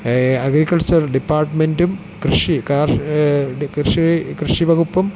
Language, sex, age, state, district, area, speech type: Malayalam, male, 45-60, Kerala, Thiruvananthapuram, urban, spontaneous